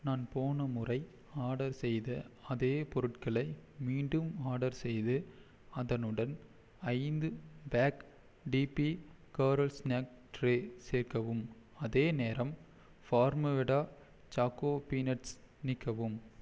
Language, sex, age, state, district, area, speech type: Tamil, male, 18-30, Tamil Nadu, Erode, rural, read